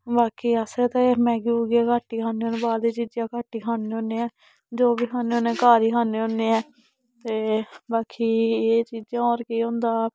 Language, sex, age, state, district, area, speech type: Dogri, female, 18-30, Jammu and Kashmir, Samba, urban, spontaneous